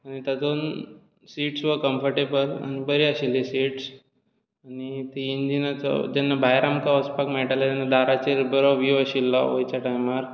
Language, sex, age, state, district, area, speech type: Goan Konkani, male, 18-30, Goa, Bardez, urban, spontaneous